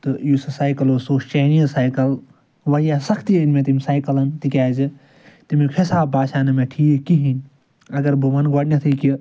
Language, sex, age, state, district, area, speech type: Kashmiri, male, 45-60, Jammu and Kashmir, Srinagar, rural, spontaneous